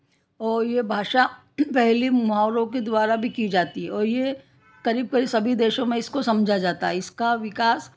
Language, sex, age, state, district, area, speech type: Hindi, female, 60+, Madhya Pradesh, Ujjain, urban, spontaneous